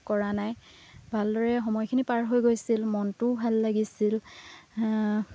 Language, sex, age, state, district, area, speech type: Assamese, female, 18-30, Assam, Lakhimpur, rural, spontaneous